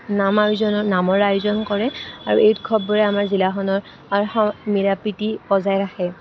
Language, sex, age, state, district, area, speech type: Assamese, female, 18-30, Assam, Kamrup Metropolitan, urban, spontaneous